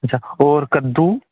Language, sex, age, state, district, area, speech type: Hindi, male, 18-30, Madhya Pradesh, Bhopal, urban, conversation